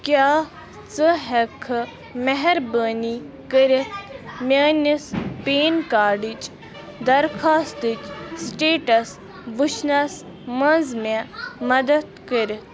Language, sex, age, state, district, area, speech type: Kashmiri, female, 18-30, Jammu and Kashmir, Bandipora, rural, read